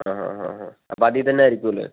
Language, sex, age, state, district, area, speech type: Malayalam, female, 18-30, Kerala, Kozhikode, urban, conversation